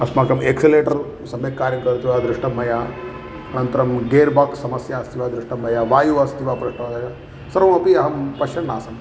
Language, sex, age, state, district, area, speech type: Sanskrit, male, 30-45, Telangana, Karimnagar, rural, spontaneous